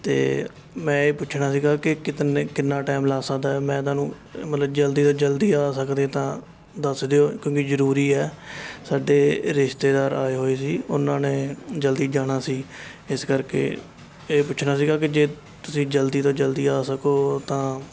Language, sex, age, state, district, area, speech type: Punjabi, male, 18-30, Punjab, Shaheed Bhagat Singh Nagar, rural, spontaneous